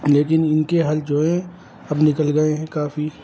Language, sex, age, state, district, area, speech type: Urdu, male, 30-45, Delhi, North East Delhi, urban, spontaneous